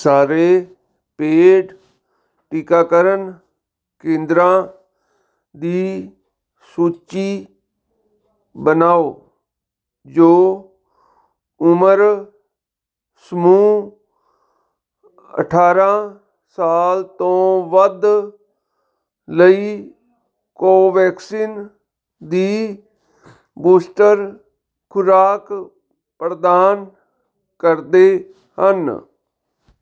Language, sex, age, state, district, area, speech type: Punjabi, male, 45-60, Punjab, Fazilka, rural, read